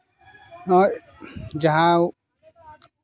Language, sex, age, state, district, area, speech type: Santali, male, 30-45, West Bengal, Bankura, rural, spontaneous